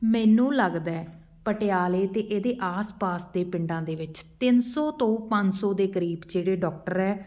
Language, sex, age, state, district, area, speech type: Punjabi, female, 30-45, Punjab, Patiala, rural, spontaneous